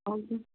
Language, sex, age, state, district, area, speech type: Tamil, female, 45-60, Tamil Nadu, Chennai, urban, conversation